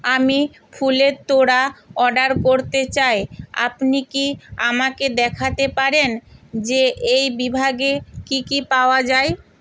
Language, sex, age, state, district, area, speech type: Bengali, female, 45-60, West Bengal, Nadia, rural, read